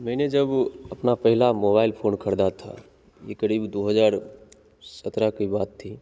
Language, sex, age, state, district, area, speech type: Hindi, male, 18-30, Bihar, Begusarai, rural, spontaneous